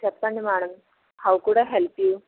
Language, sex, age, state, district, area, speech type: Telugu, female, 18-30, Andhra Pradesh, Anakapalli, rural, conversation